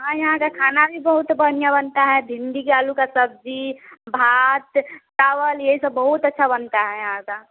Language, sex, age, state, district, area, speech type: Hindi, female, 18-30, Bihar, Vaishali, rural, conversation